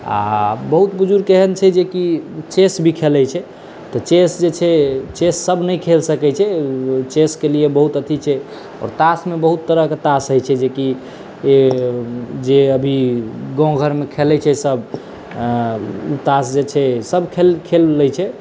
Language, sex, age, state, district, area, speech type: Maithili, male, 18-30, Bihar, Saharsa, rural, spontaneous